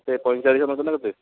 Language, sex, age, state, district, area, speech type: Odia, male, 45-60, Odisha, Kendujhar, urban, conversation